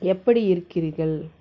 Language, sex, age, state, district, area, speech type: Tamil, female, 18-30, Tamil Nadu, Salem, rural, spontaneous